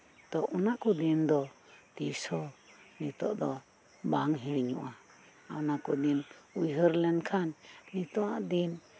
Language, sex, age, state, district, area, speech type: Santali, female, 45-60, West Bengal, Birbhum, rural, spontaneous